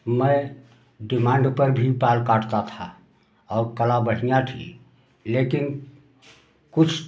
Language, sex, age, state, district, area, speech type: Hindi, male, 60+, Uttar Pradesh, Prayagraj, rural, spontaneous